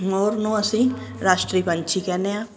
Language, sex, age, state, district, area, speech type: Punjabi, female, 60+, Punjab, Ludhiana, urban, spontaneous